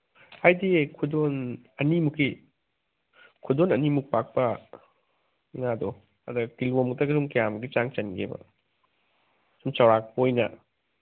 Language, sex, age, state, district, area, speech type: Manipuri, male, 30-45, Manipur, Thoubal, rural, conversation